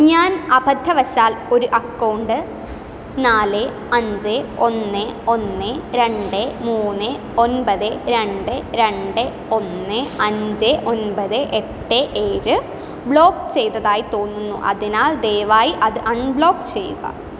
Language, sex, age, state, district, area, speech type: Malayalam, female, 18-30, Kerala, Kottayam, rural, read